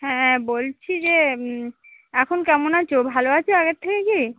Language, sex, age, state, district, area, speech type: Bengali, female, 30-45, West Bengal, Dakshin Dinajpur, rural, conversation